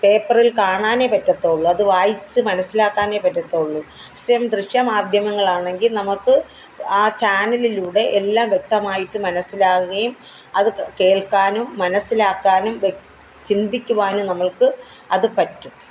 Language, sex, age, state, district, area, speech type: Malayalam, female, 60+, Kerala, Kollam, rural, spontaneous